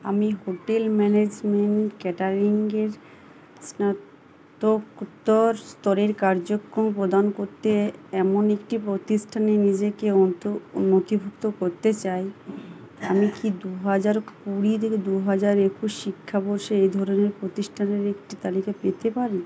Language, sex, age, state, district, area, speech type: Bengali, female, 18-30, West Bengal, Uttar Dinajpur, urban, read